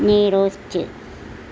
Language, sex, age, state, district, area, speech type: Malayalam, female, 30-45, Kerala, Kozhikode, rural, spontaneous